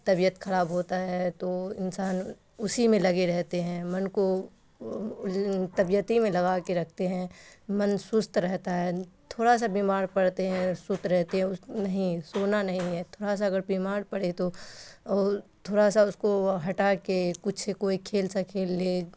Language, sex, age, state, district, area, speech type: Urdu, female, 45-60, Bihar, Khagaria, rural, spontaneous